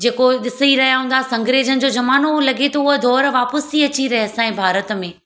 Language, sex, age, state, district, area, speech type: Sindhi, female, 30-45, Gujarat, Surat, urban, spontaneous